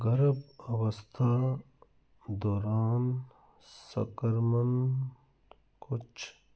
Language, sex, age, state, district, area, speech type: Punjabi, male, 45-60, Punjab, Fazilka, rural, read